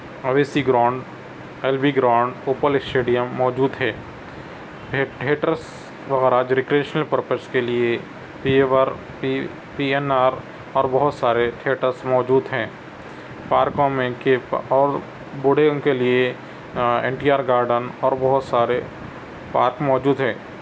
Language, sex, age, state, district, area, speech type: Urdu, male, 30-45, Telangana, Hyderabad, urban, spontaneous